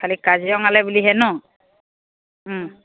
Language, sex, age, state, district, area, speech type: Assamese, female, 30-45, Assam, Charaideo, rural, conversation